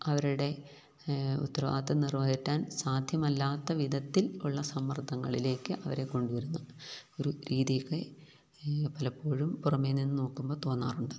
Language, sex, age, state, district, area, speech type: Malayalam, female, 45-60, Kerala, Idukki, rural, spontaneous